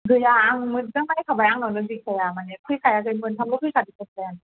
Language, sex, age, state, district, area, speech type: Bodo, female, 18-30, Assam, Baksa, rural, conversation